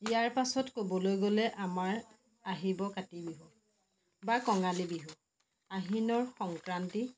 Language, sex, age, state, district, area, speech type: Assamese, female, 30-45, Assam, Jorhat, urban, spontaneous